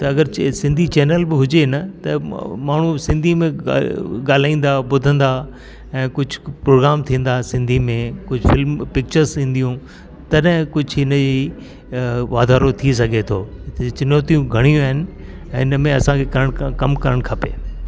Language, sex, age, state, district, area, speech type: Sindhi, male, 60+, Delhi, South Delhi, urban, spontaneous